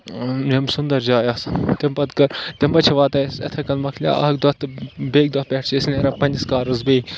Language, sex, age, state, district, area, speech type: Kashmiri, other, 18-30, Jammu and Kashmir, Kupwara, rural, spontaneous